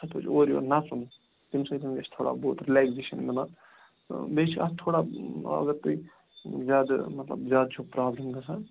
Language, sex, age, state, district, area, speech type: Kashmiri, male, 30-45, Jammu and Kashmir, Ganderbal, rural, conversation